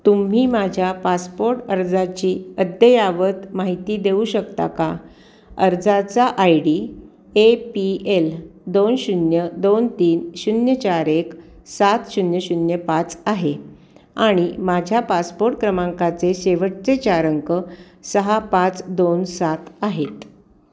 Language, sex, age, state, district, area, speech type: Marathi, female, 60+, Maharashtra, Pune, urban, read